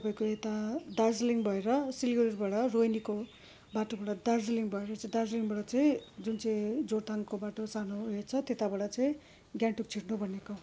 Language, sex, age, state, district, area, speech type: Nepali, female, 45-60, West Bengal, Darjeeling, rural, spontaneous